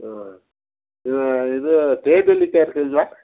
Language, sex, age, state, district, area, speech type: Tamil, male, 45-60, Tamil Nadu, Coimbatore, rural, conversation